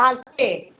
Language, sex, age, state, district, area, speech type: Gujarati, female, 60+, Gujarat, Kheda, rural, conversation